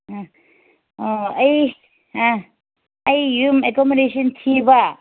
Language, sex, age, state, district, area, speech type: Manipuri, female, 18-30, Manipur, Senapati, rural, conversation